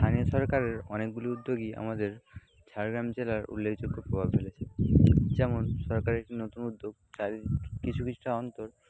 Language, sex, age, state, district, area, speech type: Bengali, male, 18-30, West Bengal, Jhargram, rural, spontaneous